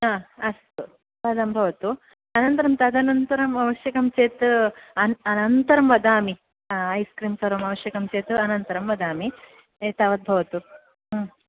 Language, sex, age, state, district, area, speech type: Sanskrit, female, 30-45, Kerala, Kasaragod, rural, conversation